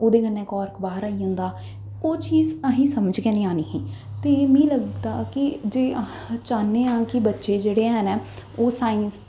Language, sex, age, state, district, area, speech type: Dogri, female, 18-30, Jammu and Kashmir, Jammu, urban, spontaneous